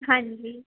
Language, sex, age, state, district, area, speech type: Punjabi, female, 18-30, Punjab, Fazilka, rural, conversation